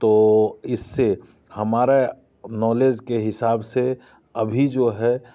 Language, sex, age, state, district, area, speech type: Hindi, male, 45-60, Bihar, Muzaffarpur, rural, spontaneous